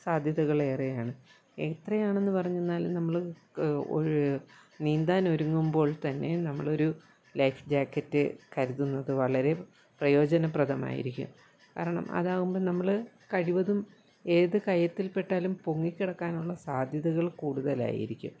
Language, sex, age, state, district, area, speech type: Malayalam, female, 45-60, Kerala, Kottayam, rural, spontaneous